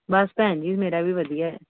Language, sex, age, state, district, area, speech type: Punjabi, female, 30-45, Punjab, Pathankot, urban, conversation